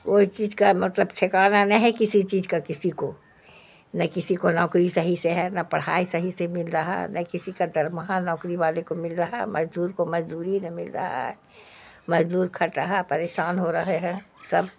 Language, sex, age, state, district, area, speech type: Urdu, female, 60+, Bihar, Khagaria, rural, spontaneous